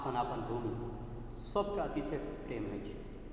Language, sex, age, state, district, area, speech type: Maithili, male, 60+, Bihar, Purnia, urban, spontaneous